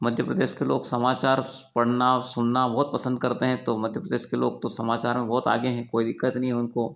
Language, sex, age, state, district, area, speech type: Hindi, male, 45-60, Madhya Pradesh, Ujjain, urban, spontaneous